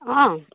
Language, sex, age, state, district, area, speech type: Assamese, female, 30-45, Assam, Charaideo, rural, conversation